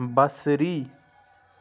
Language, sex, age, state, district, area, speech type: Kashmiri, male, 30-45, Jammu and Kashmir, Anantnag, rural, read